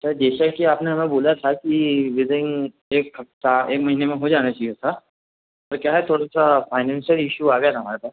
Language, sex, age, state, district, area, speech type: Hindi, male, 18-30, Madhya Pradesh, Betul, urban, conversation